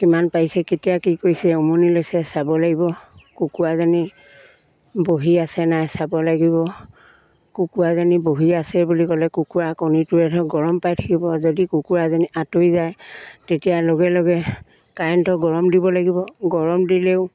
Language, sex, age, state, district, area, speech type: Assamese, female, 60+, Assam, Dibrugarh, rural, spontaneous